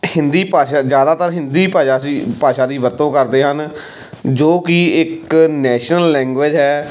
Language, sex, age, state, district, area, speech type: Punjabi, male, 30-45, Punjab, Amritsar, urban, spontaneous